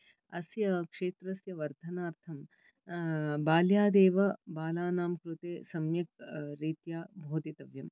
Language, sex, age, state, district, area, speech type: Sanskrit, female, 45-60, Karnataka, Bangalore Urban, urban, spontaneous